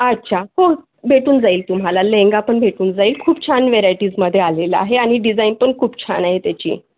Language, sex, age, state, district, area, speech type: Marathi, female, 18-30, Maharashtra, Akola, urban, conversation